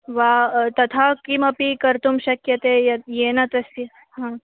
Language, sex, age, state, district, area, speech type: Sanskrit, female, 18-30, Maharashtra, Mumbai Suburban, urban, conversation